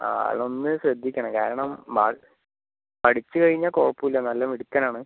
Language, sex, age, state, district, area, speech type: Malayalam, male, 30-45, Kerala, Palakkad, rural, conversation